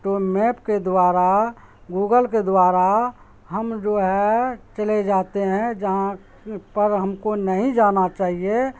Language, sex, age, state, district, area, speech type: Urdu, male, 45-60, Bihar, Supaul, rural, spontaneous